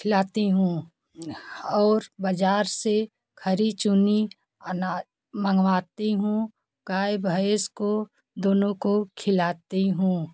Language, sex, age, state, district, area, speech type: Hindi, female, 30-45, Uttar Pradesh, Jaunpur, rural, spontaneous